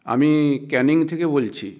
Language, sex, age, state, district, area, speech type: Bengali, male, 60+, West Bengal, South 24 Parganas, rural, spontaneous